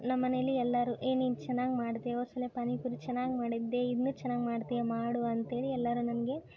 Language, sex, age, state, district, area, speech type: Kannada, female, 18-30, Karnataka, Koppal, urban, spontaneous